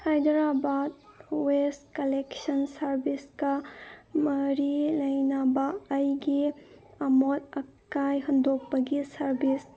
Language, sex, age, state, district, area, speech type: Manipuri, female, 30-45, Manipur, Senapati, rural, read